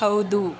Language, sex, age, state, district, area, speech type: Kannada, female, 18-30, Karnataka, Chamarajanagar, rural, read